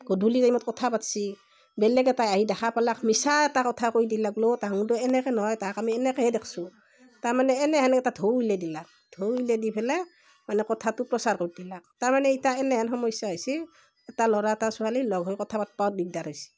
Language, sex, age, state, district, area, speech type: Assamese, female, 45-60, Assam, Barpeta, rural, spontaneous